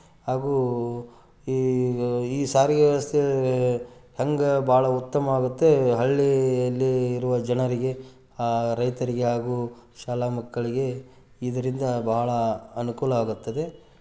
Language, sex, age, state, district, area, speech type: Kannada, male, 30-45, Karnataka, Gadag, rural, spontaneous